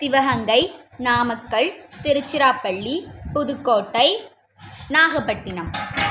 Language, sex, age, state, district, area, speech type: Tamil, female, 18-30, Tamil Nadu, Sivaganga, rural, spontaneous